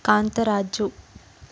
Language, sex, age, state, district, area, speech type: Kannada, female, 30-45, Karnataka, Tumkur, rural, spontaneous